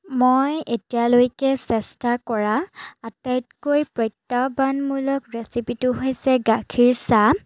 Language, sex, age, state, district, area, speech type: Assamese, female, 18-30, Assam, Charaideo, urban, spontaneous